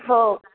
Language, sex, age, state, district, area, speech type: Marathi, female, 30-45, Maharashtra, Buldhana, urban, conversation